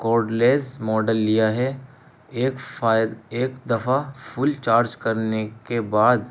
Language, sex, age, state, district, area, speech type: Urdu, male, 18-30, Delhi, North East Delhi, urban, spontaneous